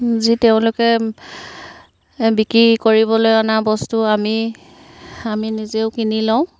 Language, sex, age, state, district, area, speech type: Assamese, female, 30-45, Assam, Sivasagar, rural, spontaneous